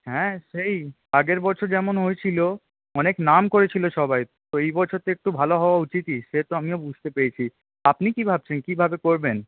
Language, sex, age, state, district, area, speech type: Bengali, male, 18-30, West Bengal, Paschim Bardhaman, urban, conversation